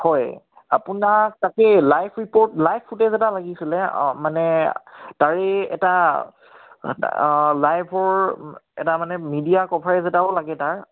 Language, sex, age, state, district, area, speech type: Assamese, male, 18-30, Assam, Tinsukia, rural, conversation